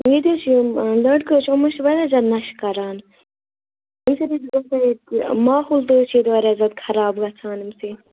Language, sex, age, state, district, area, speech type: Kashmiri, female, 18-30, Jammu and Kashmir, Bandipora, rural, conversation